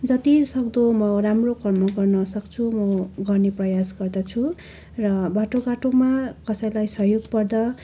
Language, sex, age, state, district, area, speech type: Nepali, female, 18-30, West Bengal, Darjeeling, rural, spontaneous